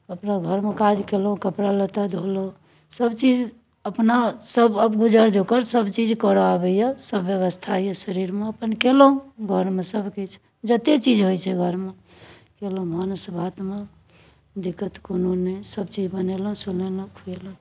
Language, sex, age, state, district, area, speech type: Maithili, female, 60+, Bihar, Darbhanga, urban, spontaneous